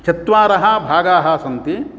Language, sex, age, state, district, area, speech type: Sanskrit, male, 60+, Karnataka, Uttara Kannada, rural, spontaneous